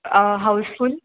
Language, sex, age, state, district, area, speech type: Marathi, female, 30-45, Maharashtra, Mumbai Suburban, urban, conversation